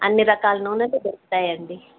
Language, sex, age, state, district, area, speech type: Telugu, female, 30-45, Andhra Pradesh, Kadapa, urban, conversation